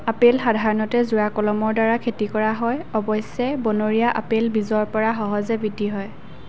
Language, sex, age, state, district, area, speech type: Assamese, female, 18-30, Assam, Golaghat, urban, read